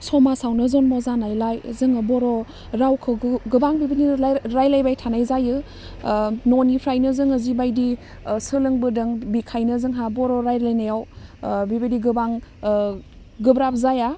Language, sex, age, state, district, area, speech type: Bodo, female, 18-30, Assam, Udalguri, urban, spontaneous